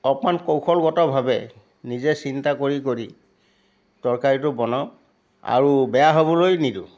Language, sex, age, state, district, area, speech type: Assamese, male, 60+, Assam, Biswanath, rural, spontaneous